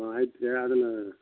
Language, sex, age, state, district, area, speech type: Kannada, male, 45-60, Karnataka, Belgaum, rural, conversation